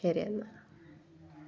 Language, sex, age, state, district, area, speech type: Malayalam, female, 18-30, Kerala, Kollam, rural, spontaneous